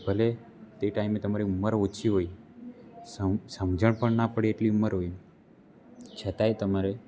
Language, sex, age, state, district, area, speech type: Gujarati, male, 18-30, Gujarat, Narmada, rural, spontaneous